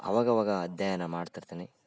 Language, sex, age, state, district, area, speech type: Kannada, male, 18-30, Karnataka, Bellary, rural, spontaneous